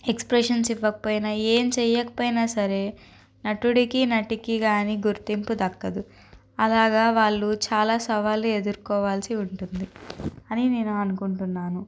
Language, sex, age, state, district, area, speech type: Telugu, female, 30-45, Andhra Pradesh, Guntur, urban, spontaneous